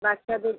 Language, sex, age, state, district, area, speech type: Bengali, female, 45-60, West Bengal, Darjeeling, rural, conversation